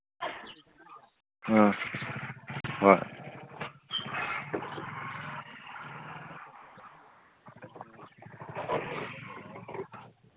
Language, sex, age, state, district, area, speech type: Manipuri, male, 30-45, Manipur, Kangpokpi, urban, conversation